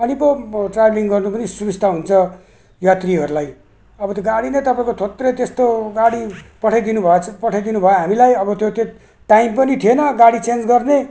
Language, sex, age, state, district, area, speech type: Nepali, male, 60+, West Bengal, Jalpaiguri, rural, spontaneous